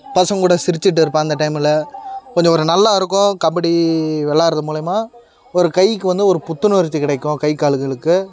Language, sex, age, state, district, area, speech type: Tamil, male, 18-30, Tamil Nadu, Kallakurichi, urban, spontaneous